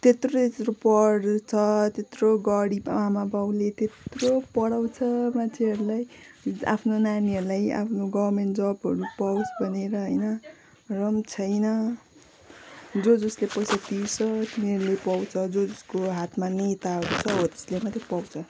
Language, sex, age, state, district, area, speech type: Nepali, female, 18-30, West Bengal, Kalimpong, rural, spontaneous